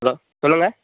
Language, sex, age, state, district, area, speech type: Tamil, female, 18-30, Tamil Nadu, Dharmapuri, urban, conversation